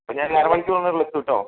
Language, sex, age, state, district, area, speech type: Malayalam, male, 18-30, Kerala, Wayanad, rural, conversation